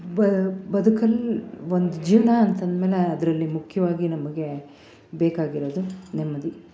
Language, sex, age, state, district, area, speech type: Kannada, female, 45-60, Karnataka, Bangalore Rural, rural, spontaneous